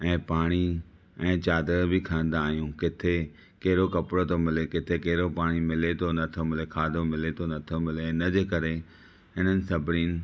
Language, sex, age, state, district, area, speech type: Sindhi, male, 30-45, Maharashtra, Thane, urban, spontaneous